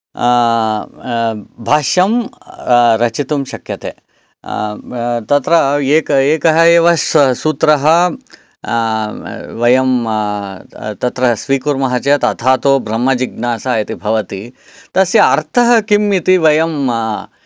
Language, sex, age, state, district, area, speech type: Sanskrit, male, 30-45, Karnataka, Chikkaballapur, urban, spontaneous